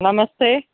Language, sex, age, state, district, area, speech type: Hindi, female, 45-60, Rajasthan, Jodhpur, urban, conversation